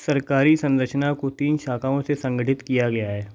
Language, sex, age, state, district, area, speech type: Hindi, male, 18-30, Madhya Pradesh, Gwalior, rural, read